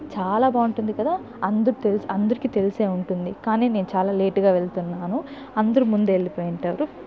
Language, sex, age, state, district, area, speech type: Telugu, female, 18-30, Andhra Pradesh, Chittoor, rural, spontaneous